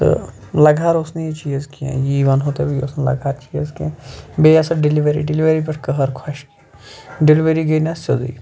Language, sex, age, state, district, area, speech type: Kashmiri, male, 30-45, Jammu and Kashmir, Shopian, rural, spontaneous